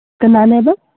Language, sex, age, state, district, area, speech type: Manipuri, female, 18-30, Manipur, Kangpokpi, urban, conversation